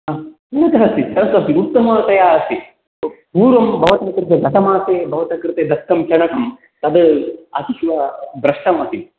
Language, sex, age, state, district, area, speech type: Sanskrit, male, 45-60, Karnataka, Dakshina Kannada, rural, conversation